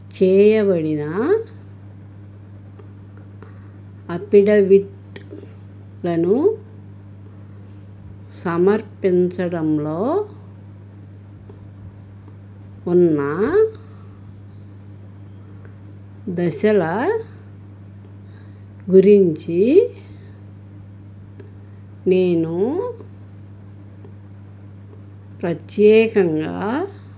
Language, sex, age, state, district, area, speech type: Telugu, female, 60+, Andhra Pradesh, Krishna, urban, read